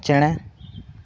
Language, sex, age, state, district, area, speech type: Santali, male, 18-30, Jharkhand, Seraikela Kharsawan, rural, read